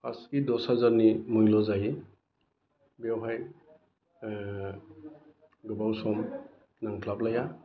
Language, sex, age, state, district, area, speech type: Bodo, male, 45-60, Assam, Chirang, urban, spontaneous